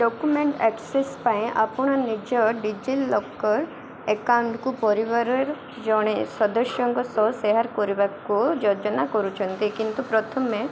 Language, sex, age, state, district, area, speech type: Odia, female, 18-30, Odisha, Koraput, urban, spontaneous